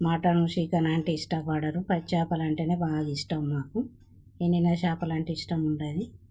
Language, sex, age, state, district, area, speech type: Telugu, female, 45-60, Telangana, Jagtial, rural, spontaneous